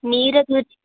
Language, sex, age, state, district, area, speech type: Kannada, female, 18-30, Karnataka, Bidar, urban, conversation